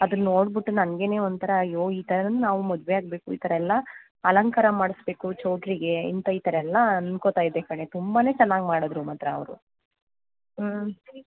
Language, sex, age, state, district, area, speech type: Kannada, female, 18-30, Karnataka, Mandya, rural, conversation